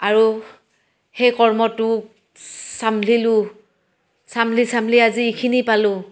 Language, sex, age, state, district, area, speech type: Assamese, female, 45-60, Assam, Barpeta, rural, spontaneous